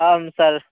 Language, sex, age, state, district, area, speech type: Sanskrit, male, 18-30, Odisha, Bargarh, rural, conversation